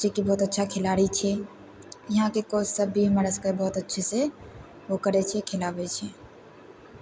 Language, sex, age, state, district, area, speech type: Maithili, female, 18-30, Bihar, Purnia, rural, spontaneous